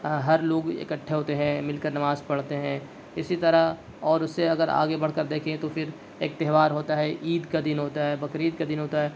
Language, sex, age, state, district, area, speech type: Urdu, male, 18-30, Delhi, South Delhi, urban, spontaneous